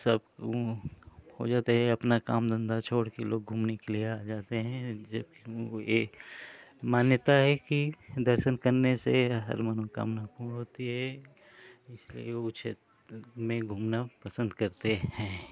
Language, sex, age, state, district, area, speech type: Hindi, male, 45-60, Uttar Pradesh, Ghazipur, rural, spontaneous